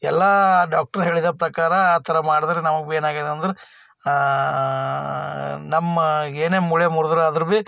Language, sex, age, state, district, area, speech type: Kannada, male, 45-60, Karnataka, Bidar, rural, spontaneous